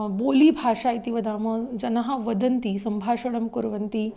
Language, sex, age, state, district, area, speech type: Sanskrit, female, 30-45, Maharashtra, Nagpur, urban, spontaneous